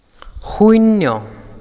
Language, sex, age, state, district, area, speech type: Assamese, male, 30-45, Assam, Sonitpur, rural, read